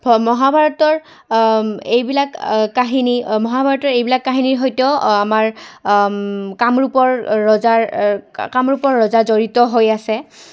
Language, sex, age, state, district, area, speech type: Assamese, female, 18-30, Assam, Goalpara, urban, spontaneous